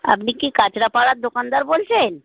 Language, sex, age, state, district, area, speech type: Bengali, female, 30-45, West Bengal, North 24 Parganas, urban, conversation